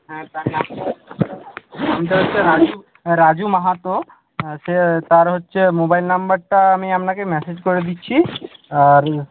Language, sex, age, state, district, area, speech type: Bengali, male, 60+, West Bengal, Jhargram, rural, conversation